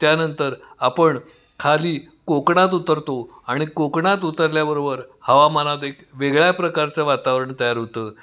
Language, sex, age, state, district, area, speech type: Marathi, male, 60+, Maharashtra, Kolhapur, urban, spontaneous